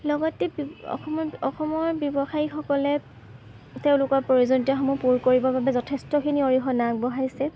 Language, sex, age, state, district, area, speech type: Assamese, female, 18-30, Assam, Golaghat, urban, spontaneous